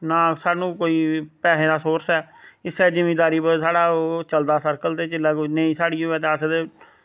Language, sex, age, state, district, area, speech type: Dogri, male, 30-45, Jammu and Kashmir, Samba, rural, spontaneous